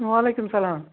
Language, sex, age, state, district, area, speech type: Kashmiri, female, 18-30, Jammu and Kashmir, Budgam, rural, conversation